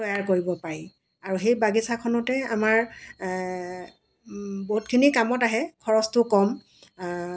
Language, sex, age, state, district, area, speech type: Assamese, female, 60+, Assam, Dibrugarh, rural, spontaneous